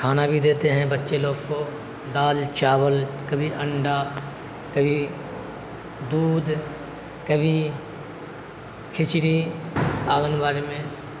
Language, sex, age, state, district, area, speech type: Urdu, male, 30-45, Bihar, Supaul, rural, spontaneous